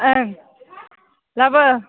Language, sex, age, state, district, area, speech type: Bodo, female, 30-45, Assam, Udalguri, rural, conversation